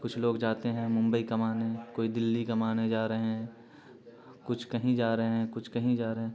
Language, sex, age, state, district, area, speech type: Urdu, male, 30-45, Bihar, Khagaria, rural, spontaneous